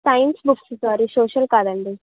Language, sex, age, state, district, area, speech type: Telugu, female, 18-30, Telangana, Ranga Reddy, rural, conversation